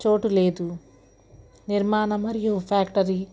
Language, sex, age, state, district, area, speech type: Telugu, female, 45-60, Andhra Pradesh, Guntur, rural, spontaneous